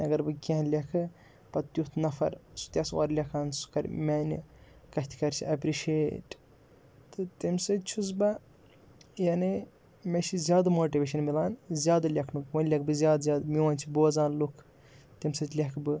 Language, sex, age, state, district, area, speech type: Kashmiri, male, 18-30, Jammu and Kashmir, Budgam, rural, spontaneous